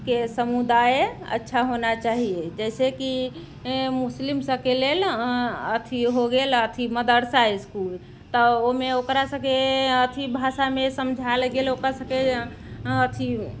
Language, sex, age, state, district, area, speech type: Maithili, female, 30-45, Bihar, Muzaffarpur, urban, spontaneous